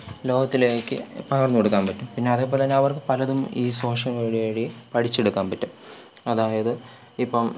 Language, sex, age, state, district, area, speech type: Malayalam, male, 18-30, Kerala, Thiruvananthapuram, rural, spontaneous